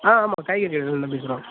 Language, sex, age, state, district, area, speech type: Tamil, male, 18-30, Tamil Nadu, Nagapattinam, rural, conversation